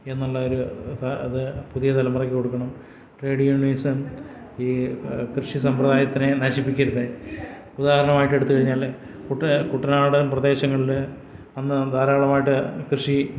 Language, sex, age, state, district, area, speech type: Malayalam, male, 60+, Kerala, Kollam, rural, spontaneous